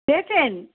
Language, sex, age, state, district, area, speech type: Bengali, female, 60+, West Bengal, Hooghly, rural, conversation